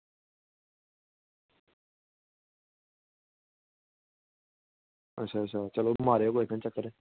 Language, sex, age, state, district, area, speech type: Dogri, male, 18-30, Jammu and Kashmir, Samba, rural, conversation